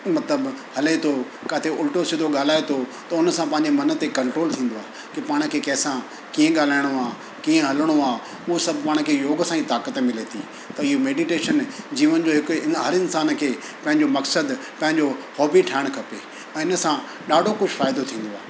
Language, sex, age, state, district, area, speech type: Sindhi, male, 45-60, Gujarat, Surat, urban, spontaneous